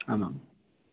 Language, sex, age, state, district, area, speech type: Sanskrit, male, 30-45, Rajasthan, Ajmer, urban, conversation